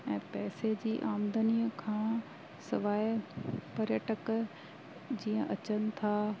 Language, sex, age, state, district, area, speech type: Sindhi, female, 45-60, Rajasthan, Ajmer, urban, spontaneous